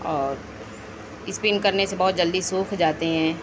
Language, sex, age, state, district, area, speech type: Urdu, female, 18-30, Uttar Pradesh, Mau, urban, spontaneous